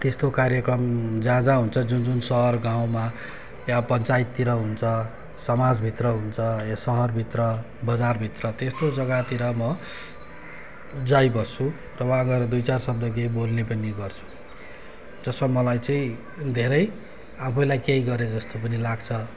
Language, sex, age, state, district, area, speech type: Nepali, male, 45-60, West Bengal, Darjeeling, rural, spontaneous